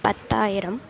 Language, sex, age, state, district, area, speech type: Tamil, female, 18-30, Tamil Nadu, Sivaganga, rural, spontaneous